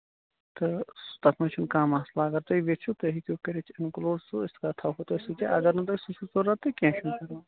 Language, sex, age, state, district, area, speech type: Kashmiri, female, 30-45, Jammu and Kashmir, Shopian, rural, conversation